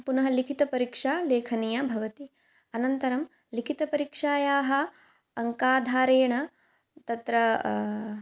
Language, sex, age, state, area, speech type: Sanskrit, female, 18-30, Assam, rural, spontaneous